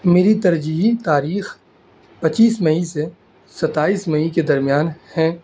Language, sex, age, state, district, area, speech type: Urdu, male, 18-30, Delhi, North East Delhi, rural, spontaneous